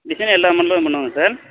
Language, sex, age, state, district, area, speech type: Tamil, male, 30-45, Tamil Nadu, Sivaganga, rural, conversation